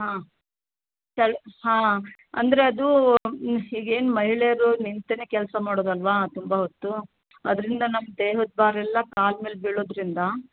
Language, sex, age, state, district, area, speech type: Kannada, female, 60+, Karnataka, Shimoga, rural, conversation